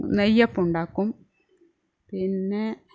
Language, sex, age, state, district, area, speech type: Malayalam, female, 45-60, Kerala, Kasaragod, rural, spontaneous